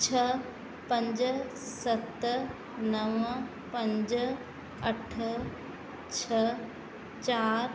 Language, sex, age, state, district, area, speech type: Sindhi, female, 45-60, Uttar Pradesh, Lucknow, rural, read